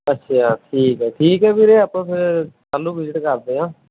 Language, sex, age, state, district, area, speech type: Punjabi, male, 18-30, Punjab, Mohali, rural, conversation